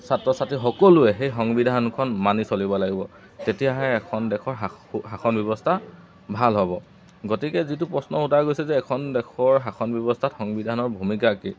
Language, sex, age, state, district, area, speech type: Assamese, male, 30-45, Assam, Golaghat, rural, spontaneous